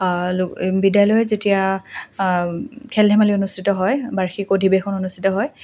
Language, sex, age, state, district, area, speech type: Assamese, female, 18-30, Assam, Lakhimpur, rural, spontaneous